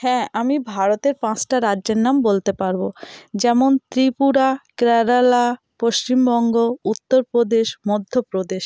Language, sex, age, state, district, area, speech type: Bengali, female, 30-45, West Bengal, North 24 Parganas, rural, spontaneous